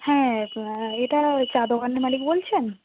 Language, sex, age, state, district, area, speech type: Bengali, female, 60+, West Bengal, Nadia, rural, conversation